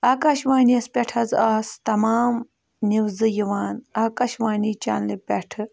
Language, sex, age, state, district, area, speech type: Kashmiri, female, 18-30, Jammu and Kashmir, Bandipora, rural, spontaneous